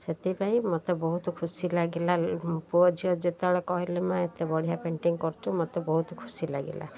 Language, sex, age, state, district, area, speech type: Odia, female, 45-60, Odisha, Sundergarh, rural, spontaneous